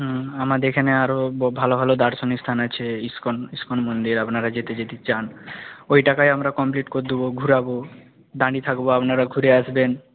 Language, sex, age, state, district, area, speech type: Bengali, male, 18-30, West Bengal, Nadia, rural, conversation